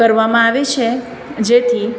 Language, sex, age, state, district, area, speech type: Gujarati, female, 30-45, Gujarat, Surat, urban, spontaneous